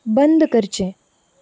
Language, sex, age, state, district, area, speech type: Goan Konkani, female, 18-30, Goa, Canacona, urban, read